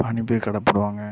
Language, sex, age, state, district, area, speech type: Tamil, male, 18-30, Tamil Nadu, Nagapattinam, rural, spontaneous